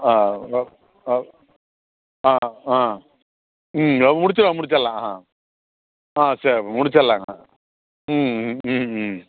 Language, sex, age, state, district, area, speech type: Tamil, male, 45-60, Tamil Nadu, Thanjavur, urban, conversation